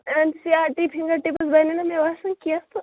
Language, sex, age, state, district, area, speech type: Kashmiri, female, 18-30, Jammu and Kashmir, Shopian, rural, conversation